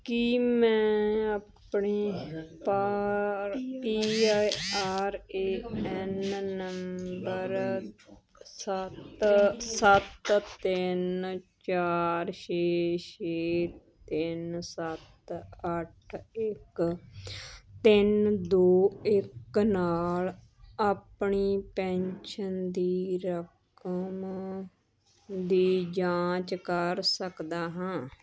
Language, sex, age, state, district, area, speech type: Punjabi, female, 30-45, Punjab, Moga, rural, read